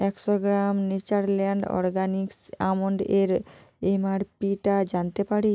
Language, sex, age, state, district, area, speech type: Bengali, female, 30-45, West Bengal, Jalpaiguri, rural, read